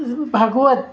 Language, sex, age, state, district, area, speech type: Marathi, male, 60+, Maharashtra, Pune, urban, spontaneous